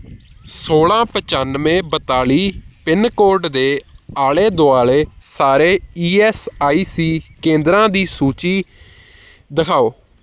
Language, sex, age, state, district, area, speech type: Punjabi, male, 18-30, Punjab, Hoshiarpur, urban, read